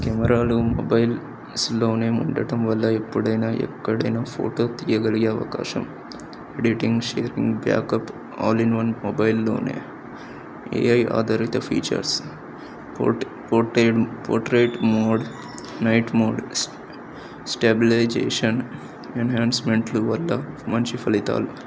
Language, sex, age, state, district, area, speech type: Telugu, male, 18-30, Telangana, Medak, rural, spontaneous